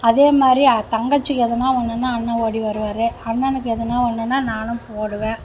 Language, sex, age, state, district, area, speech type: Tamil, female, 60+, Tamil Nadu, Mayiladuthurai, rural, spontaneous